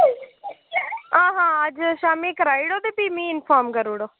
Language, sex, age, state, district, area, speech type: Dogri, female, 18-30, Jammu and Kashmir, Reasi, rural, conversation